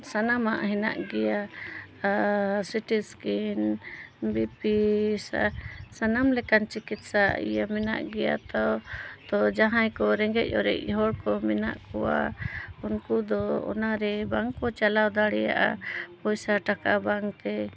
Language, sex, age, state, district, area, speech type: Santali, female, 45-60, Jharkhand, Bokaro, rural, spontaneous